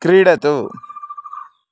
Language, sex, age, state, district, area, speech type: Sanskrit, male, 18-30, Karnataka, Chikkamagaluru, urban, read